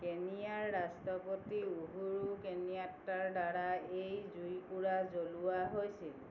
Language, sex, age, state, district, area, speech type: Assamese, female, 45-60, Assam, Tinsukia, urban, read